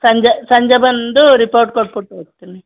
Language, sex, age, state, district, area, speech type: Kannada, female, 45-60, Karnataka, Chamarajanagar, rural, conversation